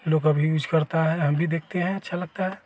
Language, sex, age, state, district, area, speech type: Hindi, male, 45-60, Bihar, Vaishali, urban, spontaneous